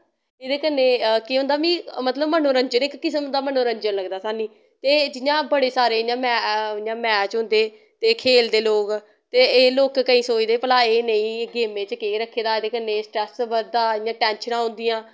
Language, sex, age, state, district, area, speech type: Dogri, female, 18-30, Jammu and Kashmir, Samba, rural, spontaneous